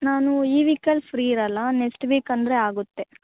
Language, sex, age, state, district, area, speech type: Kannada, female, 18-30, Karnataka, Chikkaballapur, rural, conversation